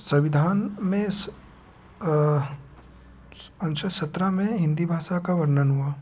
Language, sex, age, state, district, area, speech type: Hindi, male, 18-30, Madhya Pradesh, Betul, rural, spontaneous